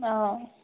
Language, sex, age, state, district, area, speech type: Assamese, female, 18-30, Assam, Dhemaji, rural, conversation